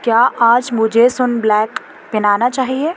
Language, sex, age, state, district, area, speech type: Urdu, female, 18-30, Telangana, Hyderabad, urban, read